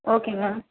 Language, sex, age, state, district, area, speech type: Tamil, female, 18-30, Tamil Nadu, Kallakurichi, rural, conversation